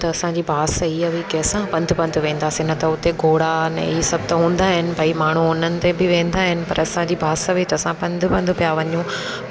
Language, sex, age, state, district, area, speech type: Sindhi, female, 30-45, Gujarat, Junagadh, urban, spontaneous